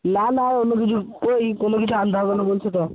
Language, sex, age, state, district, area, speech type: Bengali, male, 18-30, West Bengal, Cooch Behar, urban, conversation